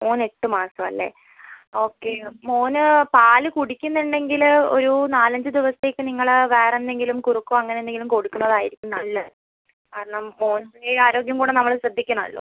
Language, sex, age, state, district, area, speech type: Malayalam, female, 30-45, Kerala, Wayanad, rural, conversation